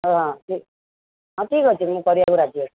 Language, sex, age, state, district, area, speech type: Odia, female, 45-60, Odisha, Sundergarh, rural, conversation